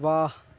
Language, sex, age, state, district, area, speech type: Urdu, male, 18-30, Uttar Pradesh, Gautam Buddha Nagar, rural, read